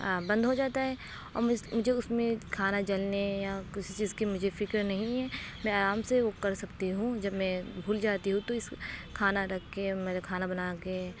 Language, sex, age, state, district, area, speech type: Urdu, female, 18-30, Uttar Pradesh, Aligarh, urban, spontaneous